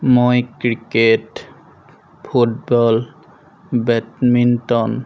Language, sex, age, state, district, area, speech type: Assamese, male, 30-45, Assam, Majuli, urban, spontaneous